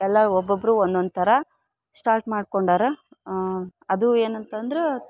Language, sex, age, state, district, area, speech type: Kannada, female, 18-30, Karnataka, Dharwad, rural, spontaneous